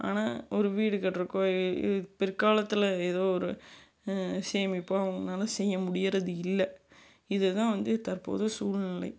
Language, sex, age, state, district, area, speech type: Tamil, female, 30-45, Tamil Nadu, Salem, urban, spontaneous